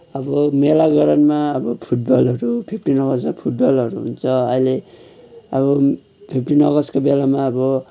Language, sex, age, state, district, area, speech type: Nepali, male, 30-45, West Bengal, Kalimpong, rural, spontaneous